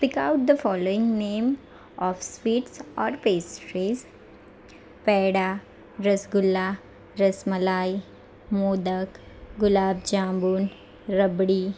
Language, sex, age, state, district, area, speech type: Gujarati, female, 18-30, Gujarat, Anand, urban, spontaneous